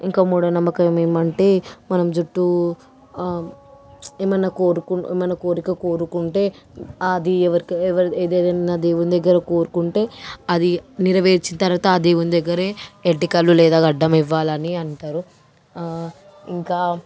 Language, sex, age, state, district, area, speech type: Telugu, female, 18-30, Telangana, Medchal, urban, spontaneous